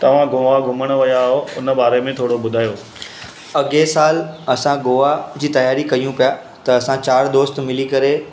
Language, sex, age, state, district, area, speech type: Sindhi, male, 18-30, Maharashtra, Mumbai Suburban, urban, spontaneous